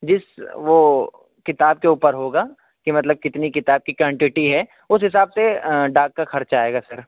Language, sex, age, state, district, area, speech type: Urdu, male, 18-30, Uttar Pradesh, Saharanpur, urban, conversation